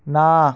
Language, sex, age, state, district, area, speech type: Bengali, male, 45-60, West Bengal, Jhargram, rural, read